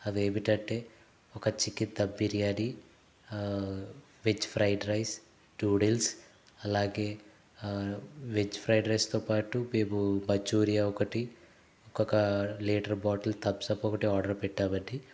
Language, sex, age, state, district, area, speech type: Telugu, male, 30-45, Andhra Pradesh, Konaseema, rural, spontaneous